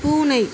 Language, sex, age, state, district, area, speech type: Tamil, female, 30-45, Tamil Nadu, Tiruvallur, rural, read